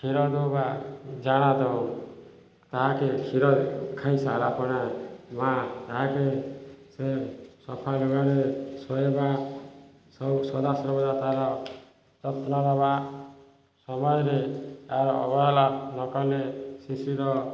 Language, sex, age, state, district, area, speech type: Odia, male, 30-45, Odisha, Balangir, urban, spontaneous